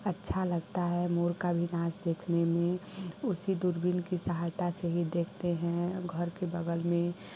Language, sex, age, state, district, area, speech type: Hindi, female, 18-30, Uttar Pradesh, Chandauli, rural, spontaneous